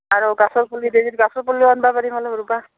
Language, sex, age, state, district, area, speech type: Assamese, female, 45-60, Assam, Barpeta, rural, conversation